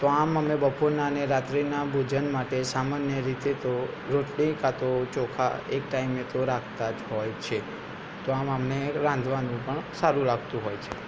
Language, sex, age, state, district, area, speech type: Gujarati, male, 18-30, Gujarat, Aravalli, urban, spontaneous